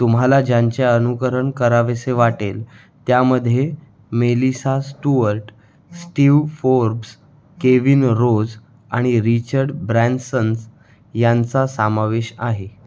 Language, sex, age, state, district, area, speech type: Marathi, male, 18-30, Maharashtra, Raigad, rural, read